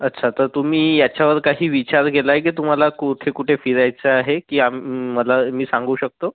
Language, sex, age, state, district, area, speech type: Marathi, female, 18-30, Maharashtra, Bhandara, urban, conversation